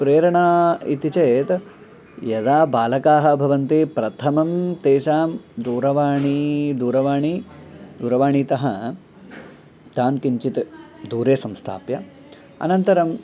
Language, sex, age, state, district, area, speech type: Sanskrit, male, 18-30, Telangana, Medchal, rural, spontaneous